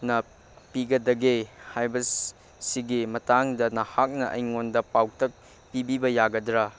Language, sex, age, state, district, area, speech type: Manipuri, male, 18-30, Manipur, Chandel, rural, read